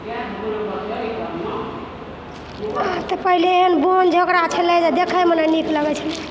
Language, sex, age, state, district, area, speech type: Maithili, female, 60+, Bihar, Purnia, urban, spontaneous